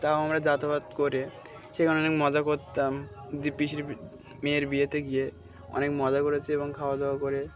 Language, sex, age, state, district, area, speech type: Bengali, male, 18-30, West Bengal, Birbhum, urban, spontaneous